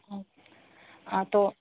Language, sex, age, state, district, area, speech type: Urdu, female, 30-45, Delhi, North East Delhi, urban, conversation